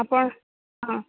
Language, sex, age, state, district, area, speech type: Odia, female, 18-30, Odisha, Bhadrak, rural, conversation